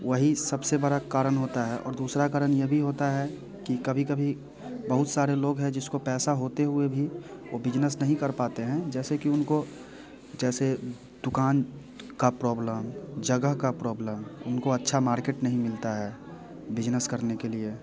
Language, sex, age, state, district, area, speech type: Hindi, male, 30-45, Bihar, Muzaffarpur, rural, spontaneous